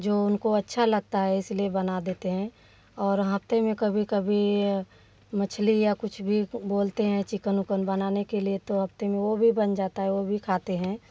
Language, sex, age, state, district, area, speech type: Hindi, female, 30-45, Uttar Pradesh, Varanasi, rural, spontaneous